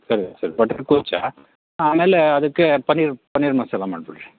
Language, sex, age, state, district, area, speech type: Kannada, male, 45-60, Karnataka, Shimoga, rural, conversation